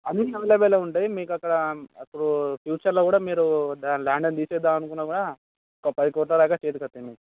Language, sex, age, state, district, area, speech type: Telugu, male, 18-30, Telangana, Mancherial, rural, conversation